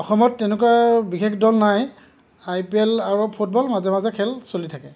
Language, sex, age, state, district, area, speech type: Assamese, male, 30-45, Assam, Kamrup Metropolitan, urban, spontaneous